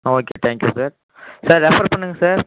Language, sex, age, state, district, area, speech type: Tamil, male, 18-30, Tamil Nadu, Tiruppur, rural, conversation